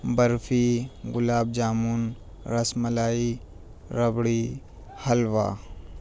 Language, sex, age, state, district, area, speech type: Urdu, male, 30-45, Delhi, New Delhi, urban, spontaneous